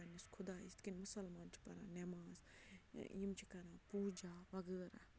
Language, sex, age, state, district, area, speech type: Kashmiri, female, 45-60, Jammu and Kashmir, Budgam, rural, spontaneous